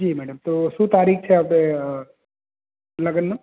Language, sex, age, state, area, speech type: Gujarati, male, 18-30, Gujarat, urban, conversation